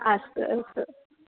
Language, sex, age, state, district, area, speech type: Sanskrit, female, 45-60, Tamil Nadu, Kanyakumari, urban, conversation